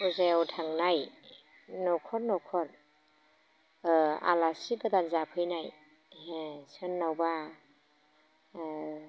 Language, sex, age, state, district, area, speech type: Bodo, female, 30-45, Assam, Baksa, rural, spontaneous